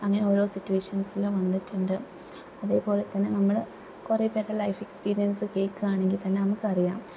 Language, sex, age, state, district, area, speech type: Malayalam, female, 18-30, Kerala, Thrissur, urban, spontaneous